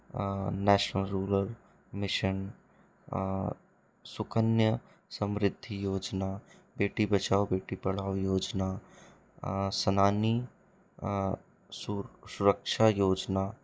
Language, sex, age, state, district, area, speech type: Hindi, male, 18-30, Madhya Pradesh, Balaghat, rural, spontaneous